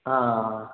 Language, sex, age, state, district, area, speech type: Malayalam, male, 18-30, Kerala, Wayanad, rural, conversation